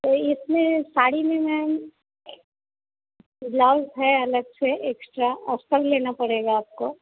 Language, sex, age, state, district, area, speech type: Hindi, female, 45-60, Bihar, Vaishali, urban, conversation